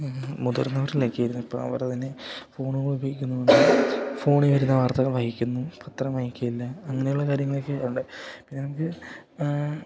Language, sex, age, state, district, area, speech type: Malayalam, male, 18-30, Kerala, Idukki, rural, spontaneous